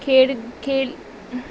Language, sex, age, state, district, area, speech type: Sindhi, female, 18-30, Delhi, South Delhi, urban, spontaneous